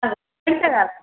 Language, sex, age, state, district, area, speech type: Sindhi, female, 45-60, Maharashtra, Thane, urban, conversation